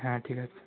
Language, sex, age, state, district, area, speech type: Bengali, male, 18-30, West Bengal, North 24 Parganas, urban, conversation